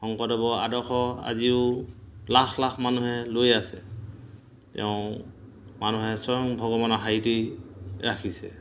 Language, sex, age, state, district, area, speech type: Assamese, male, 45-60, Assam, Dhemaji, rural, spontaneous